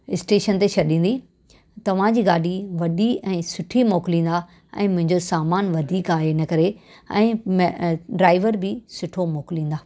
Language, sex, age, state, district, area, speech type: Sindhi, female, 45-60, Maharashtra, Mumbai Suburban, urban, spontaneous